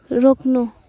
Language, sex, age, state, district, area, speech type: Nepali, female, 18-30, West Bengal, Alipurduar, urban, read